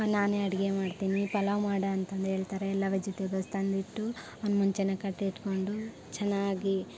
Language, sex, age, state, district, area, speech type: Kannada, female, 18-30, Karnataka, Koppal, urban, spontaneous